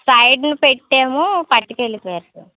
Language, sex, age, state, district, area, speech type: Telugu, female, 30-45, Andhra Pradesh, Vizianagaram, rural, conversation